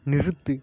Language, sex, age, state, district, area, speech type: Tamil, male, 18-30, Tamil Nadu, Tiruppur, rural, read